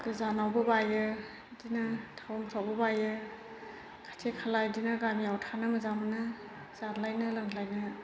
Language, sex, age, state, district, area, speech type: Bodo, female, 60+, Assam, Chirang, rural, spontaneous